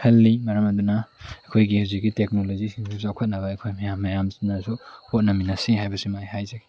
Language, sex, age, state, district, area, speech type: Manipuri, male, 18-30, Manipur, Tengnoupal, rural, spontaneous